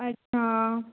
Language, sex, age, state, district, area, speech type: Marathi, male, 18-30, Maharashtra, Nagpur, urban, conversation